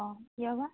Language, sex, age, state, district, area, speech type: Assamese, female, 30-45, Assam, Biswanath, rural, conversation